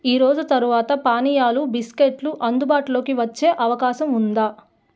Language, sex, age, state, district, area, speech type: Telugu, female, 18-30, Andhra Pradesh, Nellore, rural, read